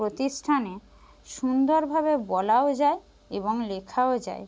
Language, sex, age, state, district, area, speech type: Bengali, female, 30-45, West Bengal, Jhargram, rural, spontaneous